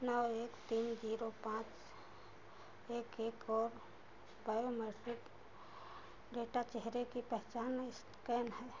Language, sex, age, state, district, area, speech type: Hindi, female, 60+, Uttar Pradesh, Ayodhya, urban, read